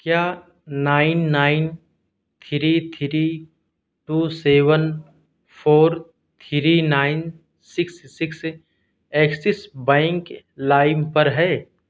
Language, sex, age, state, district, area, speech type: Urdu, male, 30-45, Delhi, South Delhi, rural, read